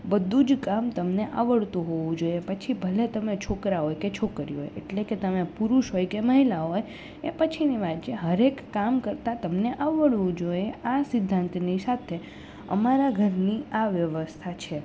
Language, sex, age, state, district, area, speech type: Gujarati, female, 18-30, Gujarat, Rajkot, urban, spontaneous